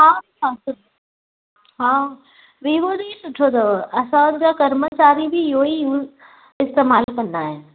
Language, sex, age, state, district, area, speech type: Sindhi, female, 30-45, Maharashtra, Thane, urban, conversation